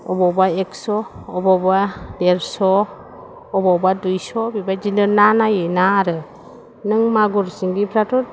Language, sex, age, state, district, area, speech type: Bodo, female, 30-45, Assam, Chirang, urban, spontaneous